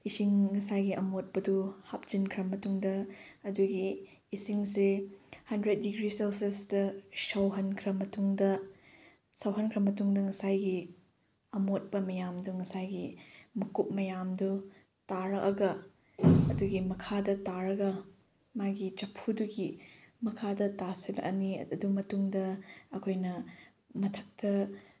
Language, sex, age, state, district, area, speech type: Manipuri, female, 18-30, Manipur, Chandel, rural, spontaneous